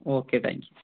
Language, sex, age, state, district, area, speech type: Malayalam, male, 18-30, Kerala, Wayanad, rural, conversation